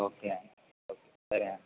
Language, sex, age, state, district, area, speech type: Telugu, male, 18-30, Telangana, Mulugu, rural, conversation